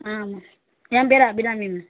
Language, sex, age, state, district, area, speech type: Tamil, female, 18-30, Tamil Nadu, Pudukkottai, rural, conversation